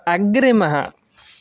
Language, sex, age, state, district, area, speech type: Sanskrit, male, 18-30, Kerala, Palakkad, urban, read